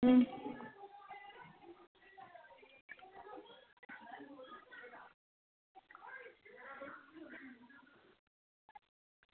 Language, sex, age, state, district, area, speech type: Dogri, female, 18-30, Jammu and Kashmir, Udhampur, rural, conversation